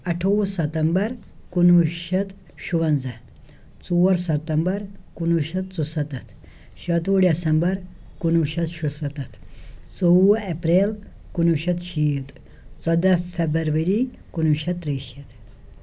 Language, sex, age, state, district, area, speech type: Kashmiri, female, 60+, Jammu and Kashmir, Srinagar, urban, spontaneous